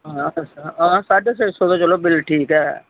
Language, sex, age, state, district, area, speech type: Punjabi, female, 60+, Punjab, Pathankot, urban, conversation